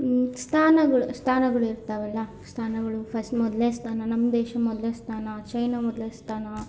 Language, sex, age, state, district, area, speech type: Kannada, female, 18-30, Karnataka, Chitradurga, rural, spontaneous